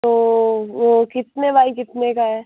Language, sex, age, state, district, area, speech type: Hindi, female, 18-30, Rajasthan, Nagaur, rural, conversation